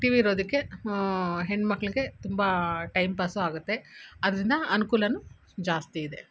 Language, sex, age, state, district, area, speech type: Kannada, female, 30-45, Karnataka, Kolar, urban, spontaneous